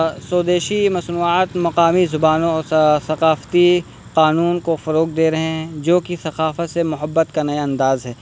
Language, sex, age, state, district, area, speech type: Urdu, male, 18-30, Uttar Pradesh, Balrampur, rural, spontaneous